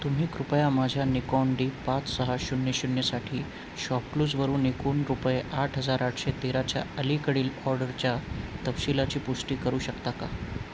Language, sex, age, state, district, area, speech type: Marathi, male, 18-30, Maharashtra, Nanded, urban, read